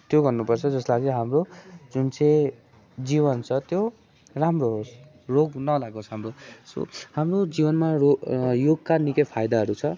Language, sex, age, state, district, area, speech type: Nepali, male, 18-30, West Bengal, Darjeeling, rural, spontaneous